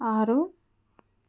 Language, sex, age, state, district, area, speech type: Telugu, female, 45-60, Telangana, Mancherial, rural, read